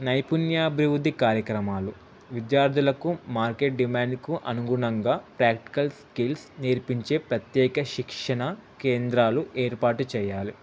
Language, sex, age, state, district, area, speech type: Telugu, male, 18-30, Telangana, Ranga Reddy, urban, spontaneous